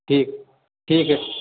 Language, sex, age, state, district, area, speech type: Maithili, male, 30-45, Bihar, Sitamarhi, urban, conversation